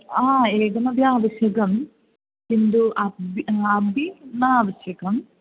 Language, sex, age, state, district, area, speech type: Sanskrit, female, 18-30, Kerala, Thrissur, rural, conversation